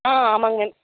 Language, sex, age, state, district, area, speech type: Tamil, female, 18-30, Tamil Nadu, Perambalur, rural, conversation